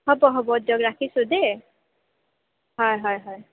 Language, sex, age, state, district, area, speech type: Assamese, female, 18-30, Assam, Sonitpur, rural, conversation